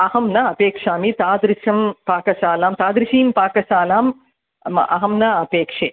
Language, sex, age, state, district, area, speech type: Sanskrit, female, 45-60, Tamil Nadu, Chennai, urban, conversation